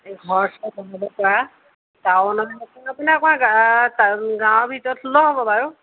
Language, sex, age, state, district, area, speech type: Assamese, female, 60+, Assam, Golaghat, urban, conversation